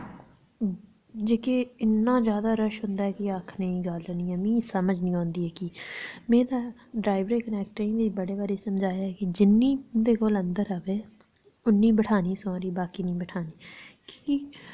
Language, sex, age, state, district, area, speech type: Dogri, female, 30-45, Jammu and Kashmir, Reasi, rural, spontaneous